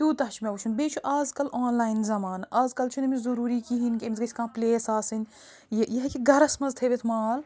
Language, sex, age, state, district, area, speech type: Kashmiri, female, 30-45, Jammu and Kashmir, Bandipora, rural, spontaneous